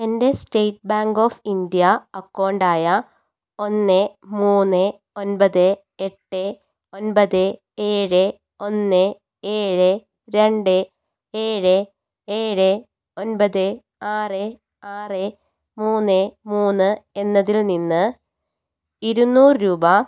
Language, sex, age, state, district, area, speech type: Malayalam, female, 60+, Kerala, Wayanad, rural, read